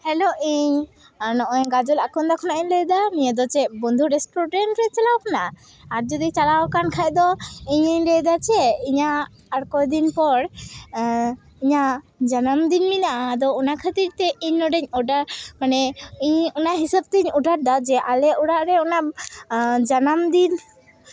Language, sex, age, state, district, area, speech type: Santali, female, 18-30, West Bengal, Malda, rural, spontaneous